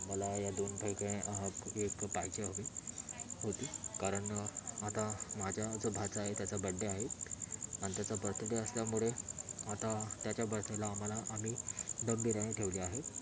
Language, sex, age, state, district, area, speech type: Marathi, male, 30-45, Maharashtra, Thane, urban, spontaneous